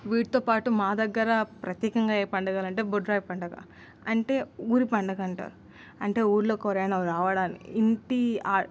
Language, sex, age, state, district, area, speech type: Telugu, female, 18-30, Telangana, Nalgonda, urban, spontaneous